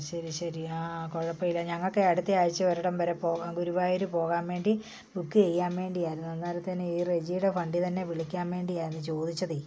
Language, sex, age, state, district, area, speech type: Malayalam, female, 45-60, Kerala, Kottayam, rural, spontaneous